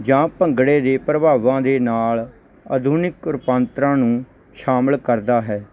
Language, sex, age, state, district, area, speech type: Punjabi, male, 30-45, Punjab, Barnala, urban, spontaneous